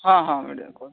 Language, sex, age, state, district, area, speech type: Odia, male, 30-45, Odisha, Malkangiri, urban, conversation